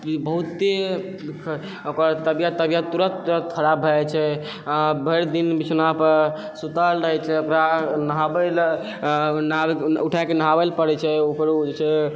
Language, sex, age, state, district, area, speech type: Maithili, male, 18-30, Bihar, Purnia, rural, spontaneous